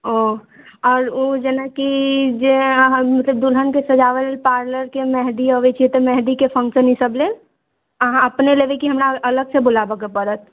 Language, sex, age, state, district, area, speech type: Maithili, female, 30-45, Bihar, Sitamarhi, urban, conversation